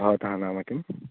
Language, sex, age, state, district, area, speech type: Sanskrit, male, 18-30, Andhra Pradesh, Guntur, urban, conversation